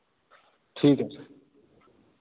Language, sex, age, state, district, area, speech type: Hindi, male, 18-30, Bihar, Begusarai, rural, conversation